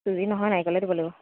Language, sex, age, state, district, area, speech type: Assamese, female, 30-45, Assam, Dhemaji, urban, conversation